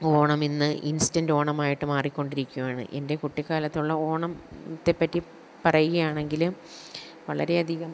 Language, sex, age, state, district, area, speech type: Malayalam, female, 30-45, Kerala, Kollam, rural, spontaneous